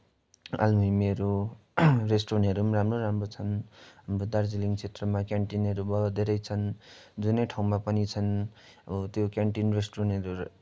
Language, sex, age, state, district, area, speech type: Nepali, male, 18-30, West Bengal, Darjeeling, rural, spontaneous